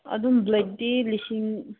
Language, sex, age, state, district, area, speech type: Manipuri, female, 30-45, Manipur, Senapati, urban, conversation